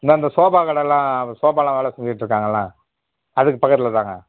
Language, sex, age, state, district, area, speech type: Tamil, male, 60+, Tamil Nadu, Perambalur, urban, conversation